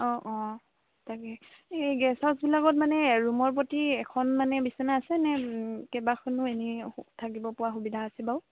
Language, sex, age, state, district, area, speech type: Assamese, female, 18-30, Assam, Dhemaji, urban, conversation